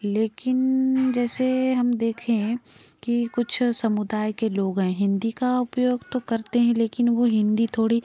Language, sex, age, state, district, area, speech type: Hindi, female, 60+, Madhya Pradesh, Bhopal, rural, spontaneous